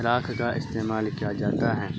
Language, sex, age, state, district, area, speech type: Urdu, male, 18-30, Bihar, Saharsa, rural, spontaneous